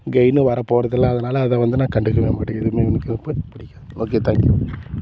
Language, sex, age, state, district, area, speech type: Tamil, male, 30-45, Tamil Nadu, Salem, rural, spontaneous